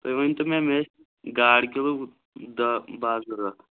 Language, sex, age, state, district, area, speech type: Kashmiri, male, 18-30, Jammu and Kashmir, Shopian, rural, conversation